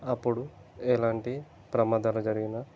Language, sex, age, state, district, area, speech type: Telugu, male, 30-45, Telangana, Peddapalli, urban, spontaneous